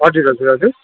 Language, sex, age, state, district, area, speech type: Nepali, male, 30-45, West Bengal, Kalimpong, rural, conversation